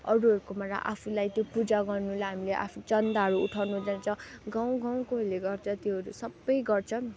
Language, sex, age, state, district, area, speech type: Nepali, female, 30-45, West Bengal, Darjeeling, rural, spontaneous